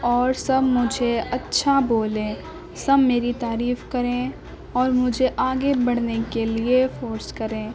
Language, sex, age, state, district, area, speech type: Urdu, female, 18-30, Uttar Pradesh, Gautam Buddha Nagar, urban, spontaneous